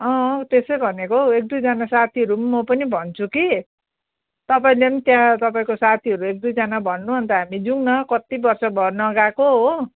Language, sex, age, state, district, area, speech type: Nepali, female, 45-60, West Bengal, Jalpaiguri, rural, conversation